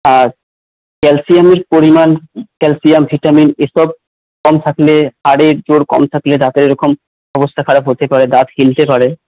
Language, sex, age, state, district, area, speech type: Bengali, male, 30-45, West Bengal, Paschim Bardhaman, urban, conversation